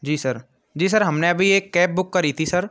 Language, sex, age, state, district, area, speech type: Hindi, male, 18-30, Rajasthan, Bharatpur, urban, spontaneous